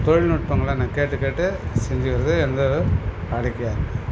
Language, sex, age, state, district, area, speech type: Tamil, male, 60+, Tamil Nadu, Cuddalore, urban, spontaneous